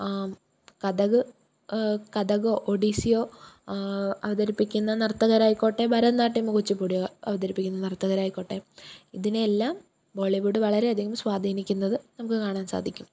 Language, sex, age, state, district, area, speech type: Malayalam, female, 18-30, Kerala, Pathanamthitta, rural, spontaneous